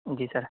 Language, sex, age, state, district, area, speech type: Urdu, male, 18-30, Uttar Pradesh, Saharanpur, urban, conversation